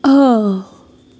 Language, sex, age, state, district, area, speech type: Kashmiri, female, 30-45, Jammu and Kashmir, Bandipora, rural, read